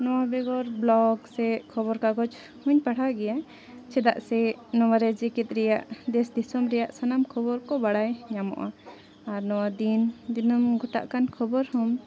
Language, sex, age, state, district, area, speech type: Santali, female, 18-30, Jharkhand, Seraikela Kharsawan, rural, spontaneous